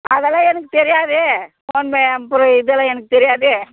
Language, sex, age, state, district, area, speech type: Tamil, female, 45-60, Tamil Nadu, Tirupattur, rural, conversation